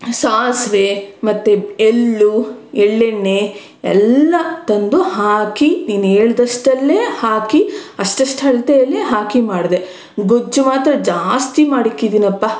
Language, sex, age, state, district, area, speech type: Kannada, female, 30-45, Karnataka, Bangalore Rural, rural, spontaneous